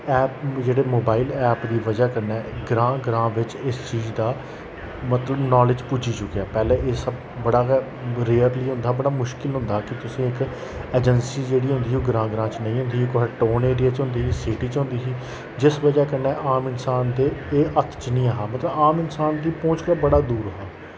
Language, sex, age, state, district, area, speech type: Dogri, male, 30-45, Jammu and Kashmir, Jammu, rural, spontaneous